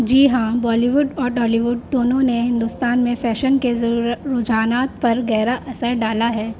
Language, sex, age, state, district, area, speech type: Urdu, female, 18-30, Delhi, North East Delhi, urban, spontaneous